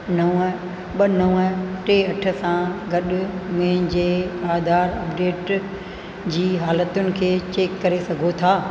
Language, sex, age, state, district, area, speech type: Sindhi, female, 60+, Rajasthan, Ajmer, urban, read